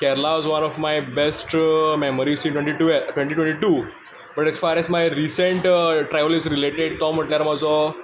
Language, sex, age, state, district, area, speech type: Goan Konkani, male, 18-30, Goa, Quepem, rural, spontaneous